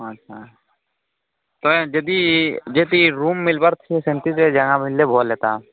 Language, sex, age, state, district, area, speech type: Odia, male, 45-60, Odisha, Nuapada, urban, conversation